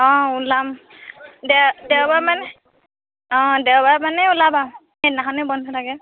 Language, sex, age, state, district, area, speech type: Assamese, female, 18-30, Assam, Lakhimpur, rural, conversation